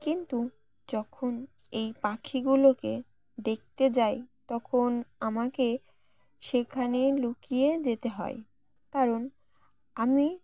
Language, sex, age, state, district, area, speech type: Bengali, female, 18-30, West Bengal, Uttar Dinajpur, urban, spontaneous